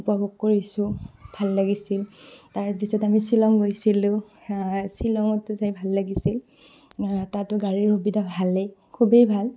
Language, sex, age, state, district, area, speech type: Assamese, female, 18-30, Assam, Barpeta, rural, spontaneous